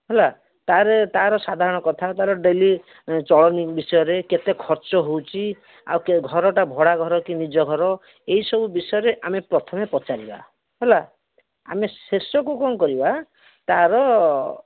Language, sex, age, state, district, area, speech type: Odia, male, 18-30, Odisha, Bhadrak, rural, conversation